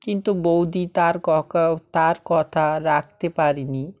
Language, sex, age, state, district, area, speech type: Bengali, male, 18-30, West Bengal, South 24 Parganas, rural, spontaneous